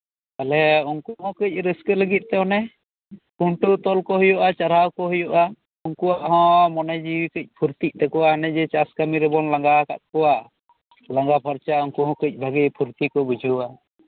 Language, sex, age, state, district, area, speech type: Santali, male, 30-45, West Bengal, Bankura, rural, conversation